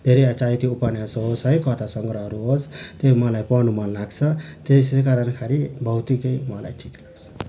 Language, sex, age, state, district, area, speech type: Nepali, male, 30-45, West Bengal, Darjeeling, rural, spontaneous